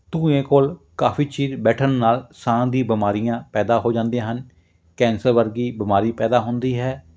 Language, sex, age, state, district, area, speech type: Punjabi, male, 45-60, Punjab, Fatehgarh Sahib, rural, spontaneous